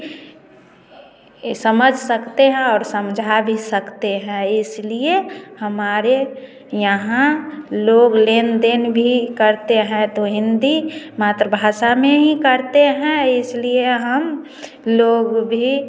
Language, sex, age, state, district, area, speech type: Hindi, female, 30-45, Bihar, Samastipur, rural, spontaneous